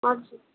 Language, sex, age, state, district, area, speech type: Nepali, female, 18-30, West Bengal, Darjeeling, rural, conversation